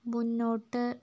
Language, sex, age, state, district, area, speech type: Malayalam, female, 30-45, Kerala, Kozhikode, urban, read